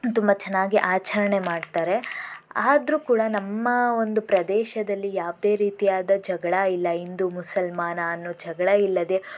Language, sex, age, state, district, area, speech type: Kannada, female, 18-30, Karnataka, Davanagere, rural, spontaneous